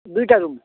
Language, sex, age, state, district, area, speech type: Odia, male, 30-45, Odisha, Bhadrak, rural, conversation